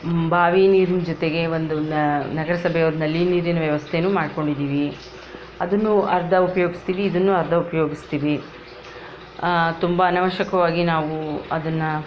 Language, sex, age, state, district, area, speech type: Kannada, female, 30-45, Karnataka, Shimoga, rural, spontaneous